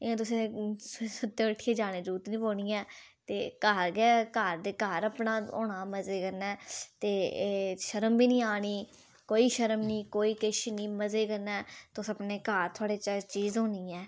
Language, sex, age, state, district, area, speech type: Dogri, female, 18-30, Jammu and Kashmir, Udhampur, rural, spontaneous